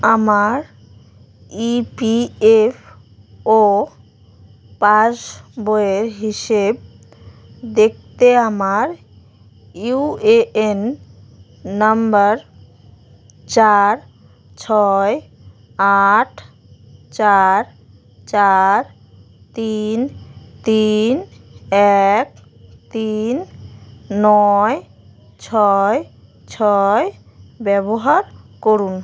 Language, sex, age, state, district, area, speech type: Bengali, female, 18-30, West Bengal, Howrah, urban, read